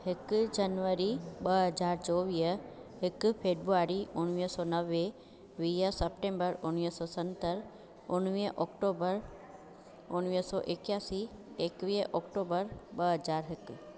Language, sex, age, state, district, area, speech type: Sindhi, female, 30-45, Gujarat, Junagadh, urban, spontaneous